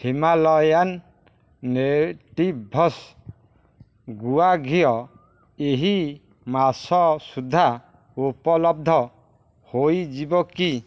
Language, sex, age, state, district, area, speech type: Odia, male, 45-60, Odisha, Dhenkanal, rural, read